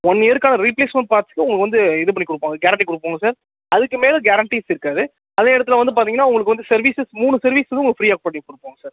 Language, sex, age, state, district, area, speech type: Tamil, male, 18-30, Tamil Nadu, Sivaganga, rural, conversation